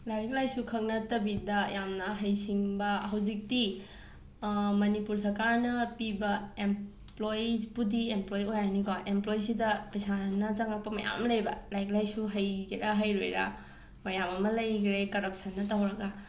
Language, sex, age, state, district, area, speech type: Manipuri, female, 30-45, Manipur, Imphal West, urban, spontaneous